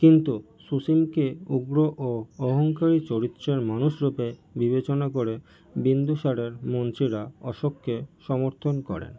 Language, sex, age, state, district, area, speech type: Bengali, male, 18-30, West Bengal, North 24 Parganas, urban, spontaneous